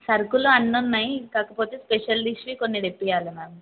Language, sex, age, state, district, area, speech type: Telugu, female, 18-30, Telangana, Yadadri Bhuvanagiri, urban, conversation